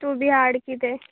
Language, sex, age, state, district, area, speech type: Goan Konkani, female, 18-30, Goa, Canacona, rural, conversation